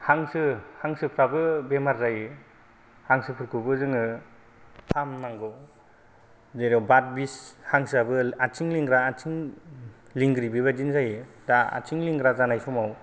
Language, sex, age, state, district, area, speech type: Bodo, male, 30-45, Assam, Kokrajhar, rural, spontaneous